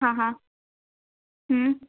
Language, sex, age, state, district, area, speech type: Sindhi, female, 18-30, Delhi, South Delhi, urban, conversation